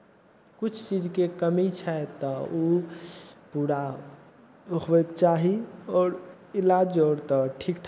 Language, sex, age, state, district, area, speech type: Maithili, male, 18-30, Bihar, Madhepura, rural, spontaneous